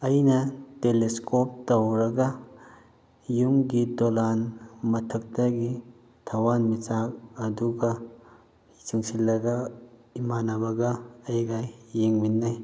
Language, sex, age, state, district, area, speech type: Manipuri, male, 18-30, Manipur, Kakching, rural, spontaneous